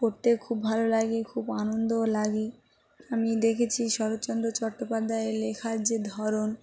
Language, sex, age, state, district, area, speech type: Bengali, female, 18-30, West Bengal, Dakshin Dinajpur, urban, spontaneous